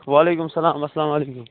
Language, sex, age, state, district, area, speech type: Kashmiri, male, 18-30, Jammu and Kashmir, Kupwara, rural, conversation